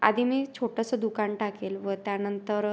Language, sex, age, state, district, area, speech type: Marathi, female, 18-30, Maharashtra, Ahmednagar, rural, spontaneous